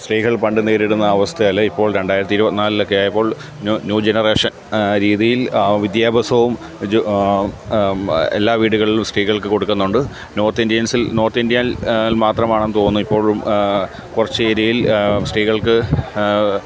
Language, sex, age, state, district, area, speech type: Malayalam, male, 30-45, Kerala, Alappuzha, rural, spontaneous